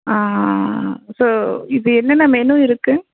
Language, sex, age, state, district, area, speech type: Tamil, female, 30-45, Tamil Nadu, Erode, rural, conversation